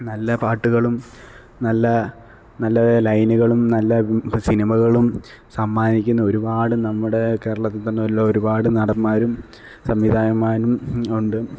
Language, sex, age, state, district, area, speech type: Malayalam, male, 18-30, Kerala, Alappuzha, rural, spontaneous